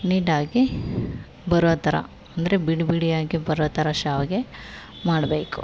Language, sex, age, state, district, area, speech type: Kannada, female, 18-30, Karnataka, Chamarajanagar, rural, spontaneous